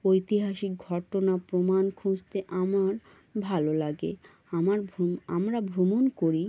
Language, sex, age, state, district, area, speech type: Bengali, female, 18-30, West Bengal, North 24 Parganas, rural, spontaneous